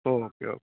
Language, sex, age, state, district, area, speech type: Malayalam, male, 60+, Kerala, Kottayam, urban, conversation